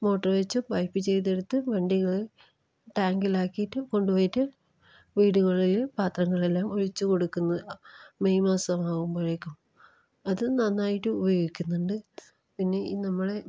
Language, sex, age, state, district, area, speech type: Malayalam, female, 30-45, Kerala, Kasaragod, rural, spontaneous